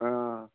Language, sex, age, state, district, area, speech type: Punjabi, male, 60+, Punjab, Fazilka, rural, conversation